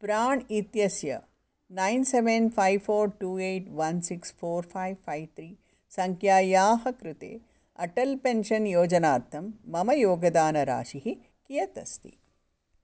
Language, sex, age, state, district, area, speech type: Sanskrit, female, 60+, Karnataka, Bangalore Urban, urban, read